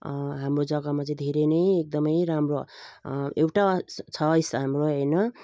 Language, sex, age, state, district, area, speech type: Nepali, female, 45-60, West Bengal, Jalpaiguri, rural, spontaneous